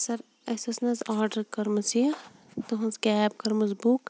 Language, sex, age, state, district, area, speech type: Kashmiri, female, 18-30, Jammu and Kashmir, Shopian, urban, spontaneous